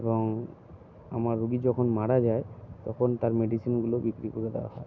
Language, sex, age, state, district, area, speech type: Bengali, male, 60+, West Bengal, Purba Bardhaman, rural, spontaneous